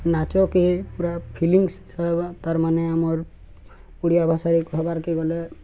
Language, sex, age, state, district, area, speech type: Odia, male, 18-30, Odisha, Balangir, urban, spontaneous